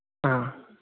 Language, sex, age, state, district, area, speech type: Manipuri, male, 18-30, Manipur, Kangpokpi, urban, conversation